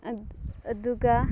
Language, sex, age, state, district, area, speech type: Manipuri, female, 18-30, Manipur, Thoubal, rural, spontaneous